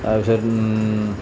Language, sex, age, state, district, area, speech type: Assamese, male, 18-30, Assam, Nalbari, rural, spontaneous